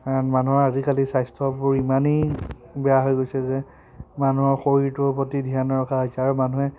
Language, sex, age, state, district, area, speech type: Assamese, male, 30-45, Assam, Biswanath, rural, spontaneous